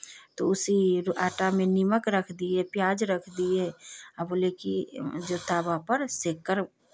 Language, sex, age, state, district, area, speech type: Hindi, female, 30-45, Bihar, Samastipur, rural, spontaneous